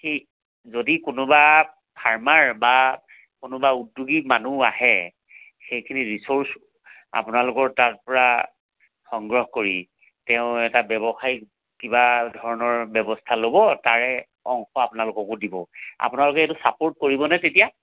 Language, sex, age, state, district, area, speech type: Assamese, male, 60+, Assam, Majuli, urban, conversation